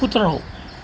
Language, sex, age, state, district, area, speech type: Gujarati, male, 60+, Gujarat, Ahmedabad, urban, read